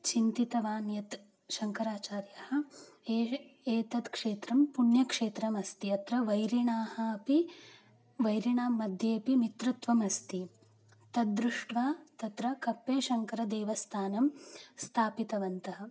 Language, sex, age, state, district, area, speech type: Sanskrit, female, 18-30, Karnataka, Uttara Kannada, rural, spontaneous